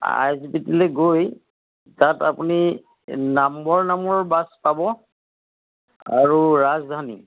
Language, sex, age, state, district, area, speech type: Assamese, male, 60+, Assam, Golaghat, rural, conversation